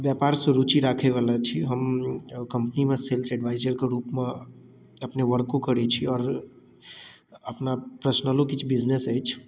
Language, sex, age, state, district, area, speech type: Maithili, male, 18-30, Bihar, Darbhanga, urban, spontaneous